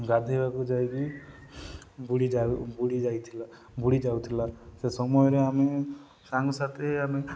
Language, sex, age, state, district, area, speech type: Odia, male, 30-45, Odisha, Nabarangpur, urban, spontaneous